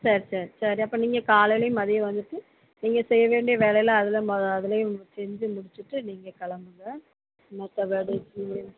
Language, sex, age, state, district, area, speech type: Tamil, female, 45-60, Tamil Nadu, Thoothukudi, urban, conversation